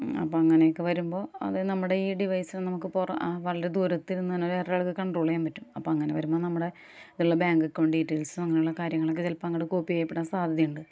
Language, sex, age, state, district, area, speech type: Malayalam, female, 30-45, Kerala, Ernakulam, rural, spontaneous